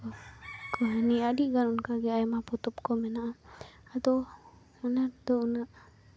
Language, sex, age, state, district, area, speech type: Santali, female, 18-30, Jharkhand, Seraikela Kharsawan, rural, spontaneous